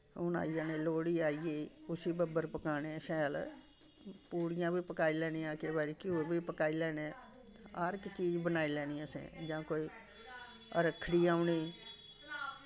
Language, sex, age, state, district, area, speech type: Dogri, female, 60+, Jammu and Kashmir, Samba, urban, spontaneous